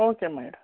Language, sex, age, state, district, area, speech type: Kannada, female, 60+, Karnataka, Mysore, urban, conversation